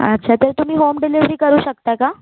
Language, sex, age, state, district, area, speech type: Marathi, female, 30-45, Maharashtra, Nagpur, urban, conversation